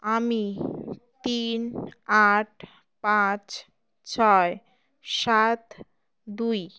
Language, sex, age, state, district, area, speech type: Bengali, female, 18-30, West Bengal, Birbhum, urban, read